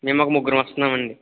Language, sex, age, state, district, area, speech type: Telugu, female, 18-30, Andhra Pradesh, West Godavari, rural, conversation